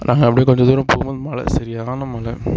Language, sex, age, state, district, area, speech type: Tamil, male, 45-60, Tamil Nadu, Sivaganga, rural, spontaneous